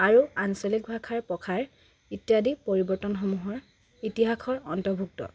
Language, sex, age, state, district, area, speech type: Assamese, female, 18-30, Assam, Charaideo, urban, spontaneous